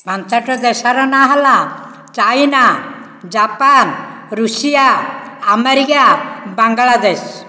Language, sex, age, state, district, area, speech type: Odia, male, 60+, Odisha, Nayagarh, rural, spontaneous